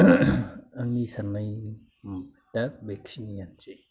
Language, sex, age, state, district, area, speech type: Bodo, male, 30-45, Assam, Chirang, urban, spontaneous